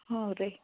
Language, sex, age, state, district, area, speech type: Kannada, female, 60+, Karnataka, Belgaum, rural, conversation